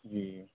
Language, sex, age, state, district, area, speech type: Urdu, male, 30-45, Bihar, Purnia, rural, conversation